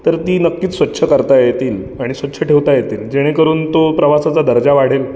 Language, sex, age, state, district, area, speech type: Marathi, male, 30-45, Maharashtra, Ratnagiri, urban, spontaneous